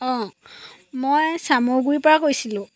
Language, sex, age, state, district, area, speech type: Assamese, female, 30-45, Assam, Jorhat, urban, spontaneous